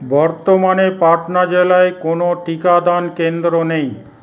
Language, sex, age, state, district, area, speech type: Bengali, male, 45-60, West Bengal, Paschim Bardhaman, urban, read